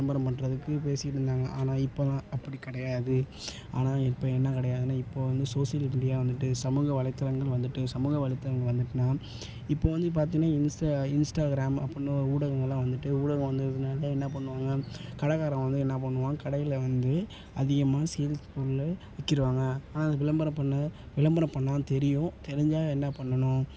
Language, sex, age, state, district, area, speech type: Tamil, male, 18-30, Tamil Nadu, Thanjavur, urban, spontaneous